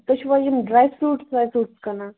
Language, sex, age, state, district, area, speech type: Kashmiri, female, 18-30, Jammu and Kashmir, Bandipora, urban, conversation